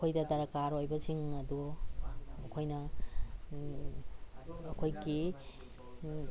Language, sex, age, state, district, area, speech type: Manipuri, female, 60+, Manipur, Imphal East, rural, spontaneous